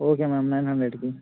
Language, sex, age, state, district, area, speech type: Telugu, male, 18-30, Telangana, Suryapet, urban, conversation